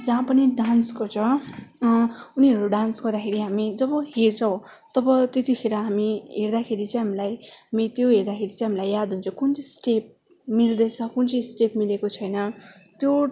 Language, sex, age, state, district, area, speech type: Nepali, female, 18-30, West Bengal, Darjeeling, rural, spontaneous